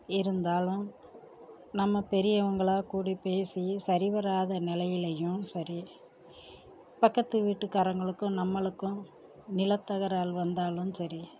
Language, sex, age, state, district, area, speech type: Tamil, female, 45-60, Tamil Nadu, Perambalur, rural, spontaneous